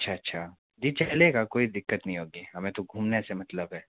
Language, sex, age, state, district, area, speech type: Hindi, male, 45-60, Madhya Pradesh, Bhopal, urban, conversation